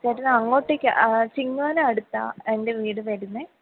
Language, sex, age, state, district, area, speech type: Malayalam, female, 30-45, Kerala, Kottayam, urban, conversation